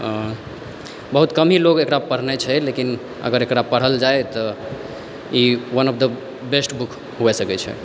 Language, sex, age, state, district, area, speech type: Maithili, male, 18-30, Bihar, Purnia, rural, spontaneous